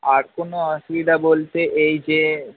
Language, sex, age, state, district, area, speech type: Bengali, male, 30-45, West Bengal, Purba Bardhaman, urban, conversation